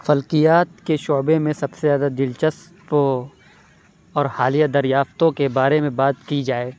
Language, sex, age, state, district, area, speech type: Urdu, male, 30-45, Uttar Pradesh, Lucknow, urban, spontaneous